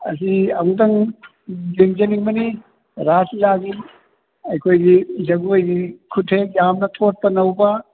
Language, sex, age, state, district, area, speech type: Manipuri, male, 60+, Manipur, Thoubal, rural, conversation